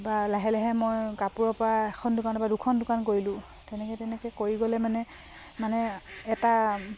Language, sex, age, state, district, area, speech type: Assamese, female, 45-60, Assam, Dibrugarh, rural, spontaneous